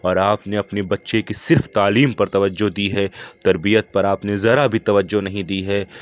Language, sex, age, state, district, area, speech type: Urdu, male, 18-30, Uttar Pradesh, Lucknow, rural, spontaneous